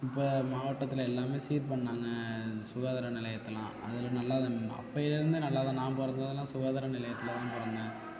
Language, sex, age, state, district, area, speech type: Tamil, male, 18-30, Tamil Nadu, Tiruvarur, rural, spontaneous